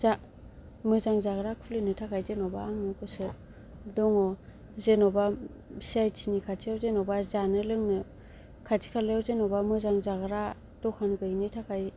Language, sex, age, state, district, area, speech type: Bodo, female, 18-30, Assam, Kokrajhar, rural, spontaneous